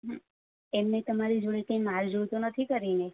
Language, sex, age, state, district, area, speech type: Gujarati, female, 18-30, Gujarat, Anand, rural, conversation